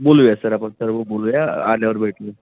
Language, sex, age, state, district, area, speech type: Marathi, male, 30-45, Maharashtra, Pune, urban, conversation